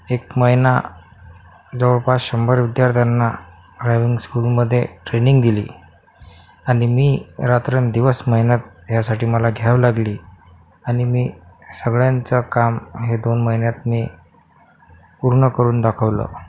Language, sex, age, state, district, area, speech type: Marathi, male, 45-60, Maharashtra, Akola, urban, spontaneous